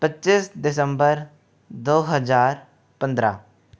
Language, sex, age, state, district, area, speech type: Hindi, male, 18-30, Rajasthan, Jaipur, urban, spontaneous